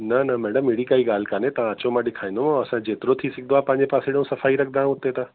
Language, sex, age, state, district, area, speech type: Sindhi, female, 30-45, Uttar Pradesh, Lucknow, rural, conversation